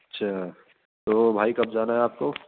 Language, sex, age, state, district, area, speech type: Urdu, male, 18-30, Delhi, East Delhi, urban, conversation